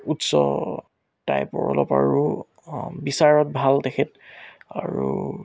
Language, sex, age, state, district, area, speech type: Assamese, male, 18-30, Assam, Tinsukia, rural, spontaneous